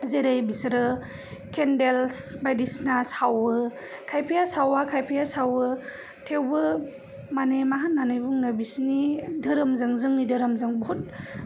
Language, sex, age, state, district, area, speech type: Bodo, female, 30-45, Assam, Kokrajhar, urban, spontaneous